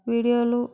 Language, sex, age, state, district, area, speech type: Telugu, female, 60+, Andhra Pradesh, Vizianagaram, rural, spontaneous